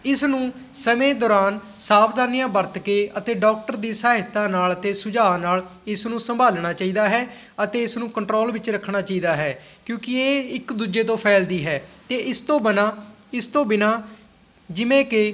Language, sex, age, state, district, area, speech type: Punjabi, male, 18-30, Punjab, Patiala, rural, spontaneous